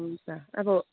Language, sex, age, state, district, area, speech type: Nepali, female, 30-45, West Bengal, Darjeeling, urban, conversation